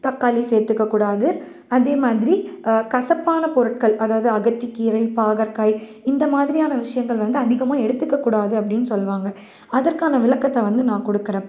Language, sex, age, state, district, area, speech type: Tamil, female, 18-30, Tamil Nadu, Salem, urban, spontaneous